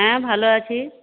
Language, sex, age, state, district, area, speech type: Bengali, female, 45-60, West Bengal, Purulia, rural, conversation